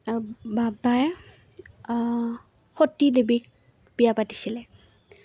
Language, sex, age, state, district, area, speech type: Assamese, female, 18-30, Assam, Goalpara, urban, spontaneous